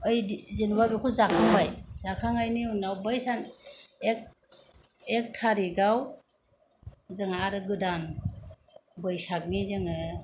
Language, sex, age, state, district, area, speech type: Bodo, female, 30-45, Assam, Kokrajhar, rural, spontaneous